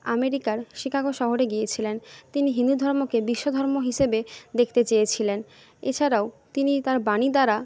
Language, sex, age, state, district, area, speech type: Bengali, female, 30-45, West Bengal, Jhargram, rural, spontaneous